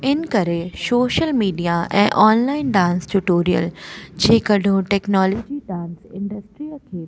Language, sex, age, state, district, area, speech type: Sindhi, female, 18-30, Delhi, South Delhi, urban, spontaneous